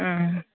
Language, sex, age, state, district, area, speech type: Tamil, female, 30-45, Tamil Nadu, Dharmapuri, rural, conversation